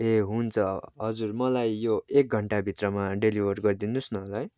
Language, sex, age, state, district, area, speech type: Nepali, male, 18-30, West Bengal, Darjeeling, rural, spontaneous